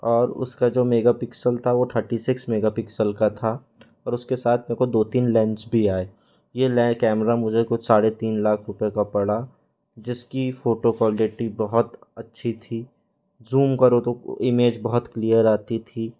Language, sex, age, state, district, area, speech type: Hindi, male, 18-30, Madhya Pradesh, Balaghat, rural, spontaneous